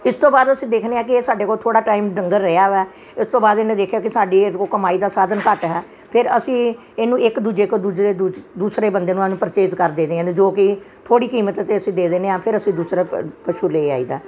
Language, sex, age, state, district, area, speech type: Punjabi, female, 60+, Punjab, Gurdaspur, urban, spontaneous